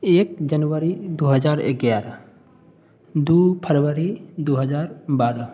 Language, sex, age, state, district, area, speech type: Hindi, male, 18-30, Bihar, Samastipur, rural, spontaneous